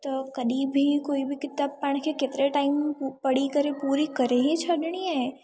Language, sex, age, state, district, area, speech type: Sindhi, female, 18-30, Gujarat, Surat, urban, spontaneous